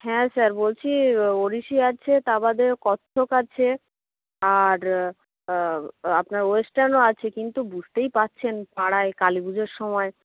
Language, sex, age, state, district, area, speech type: Bengali, female, 60+, West Bengal, Nadia, rural, conversation